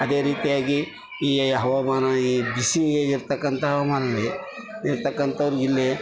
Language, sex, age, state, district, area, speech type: Kannada, male, 60+, Karnataka, Koppal, rural, spontaneous